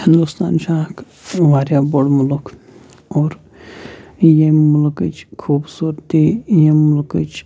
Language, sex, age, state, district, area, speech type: Kashmiri, male, 30-45, Jammu and Kashmir, Shopian, rural, spontaneous